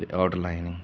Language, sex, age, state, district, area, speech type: Punjabi, male, 30-45, Punjab, Muktsar, urban, spontaneous